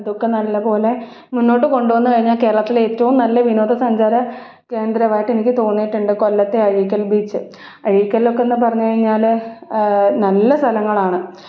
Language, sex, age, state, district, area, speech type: Malayalam, female, 18-30, Kerala, Pathanamthitta, urban, spontaneous